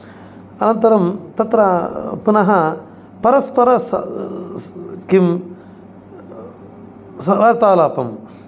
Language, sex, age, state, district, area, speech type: Sanskrit, male, 45-60, Karnataka, Dakshina Kannada, rural, spontaneous